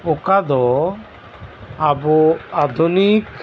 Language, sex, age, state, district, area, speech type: Santali, male, 45-60, West Bengal, Birbhum, rural, spontaneous